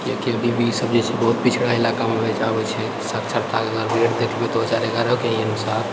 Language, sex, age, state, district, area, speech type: Maithili, male, 45-60, Bihar, Purnia, rural, spontaneous